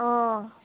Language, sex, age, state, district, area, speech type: Assamese, female, 30-45, Assam, Sonitpur, rural, conversation